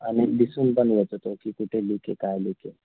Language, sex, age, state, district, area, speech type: Marathi, female, 18-30, Maharashtra, Nashik, urban, conversation